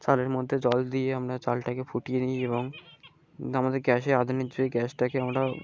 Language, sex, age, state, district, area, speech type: Bengali, male, 18-30, West Bengal, Birbhum, urban, spontaneous